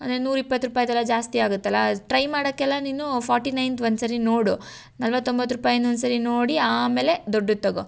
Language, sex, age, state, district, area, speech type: Kannada, female, 18-30, Karnataka, Tumkur, rural, spontaneous